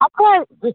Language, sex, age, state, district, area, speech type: Bengali, female, 18-30, West Bengal, Uttar Dinajpur, urban, conversation